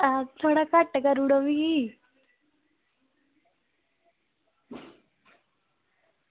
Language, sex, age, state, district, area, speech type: Dogri, female, 18-30, Jammu and Kashmir, Reasi, rural, conversation